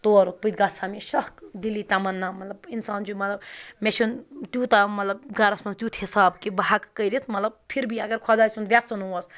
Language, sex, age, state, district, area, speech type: Kashmiri, female, 18-30, Jammu and Kashmir, Ganderbal, rural, spontaneous